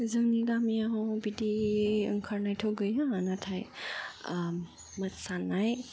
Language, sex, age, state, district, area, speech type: Bodo, female, 18-30, Assam, Kokrajhar, rural, spontaneous